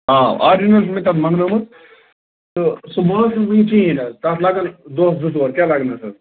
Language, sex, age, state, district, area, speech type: Kashmiri, male, 45-60, Jammu and Kashmir, Bandipora, rural, conversation